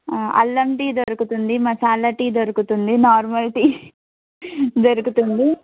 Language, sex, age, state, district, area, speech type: Telugu, female, 18-30, Andhra Pradesh, Anantapur, urban, conversation